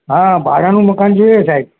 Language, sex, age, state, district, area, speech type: Gujarati, male, 45-60, Gujarat, Ahmedabad, urban, conversation